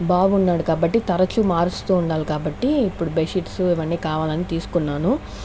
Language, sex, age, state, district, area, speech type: Telugu, female, 30-45, Andhra Pradesh, Chittoor, rural, spontaneous